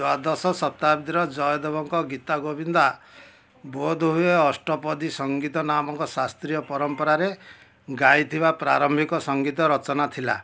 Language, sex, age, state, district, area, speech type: Odia, male, 60+, Odisha, Kendujhar, urban, read